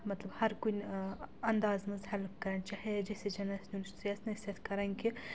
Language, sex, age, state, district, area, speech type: Kashmiri, female, 30-45, Jammu and Kashmir, Anantnag, rural, spontaneous